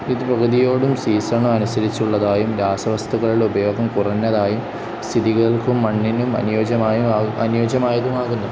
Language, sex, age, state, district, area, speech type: Malayalam, male, 18-30, Kerala, Kozhikode, rural, spontaneous